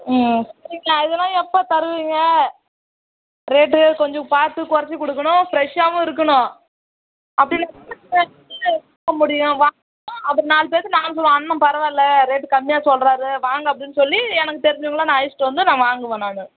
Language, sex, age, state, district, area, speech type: Tamil, female, 45-60, Tamil Nadu, Kallakurichi, urban, conversation